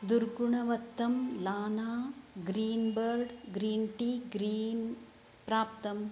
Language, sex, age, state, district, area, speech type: Sanskrit, female, 45-60, Karnataka, Uttara Kannada, rural, read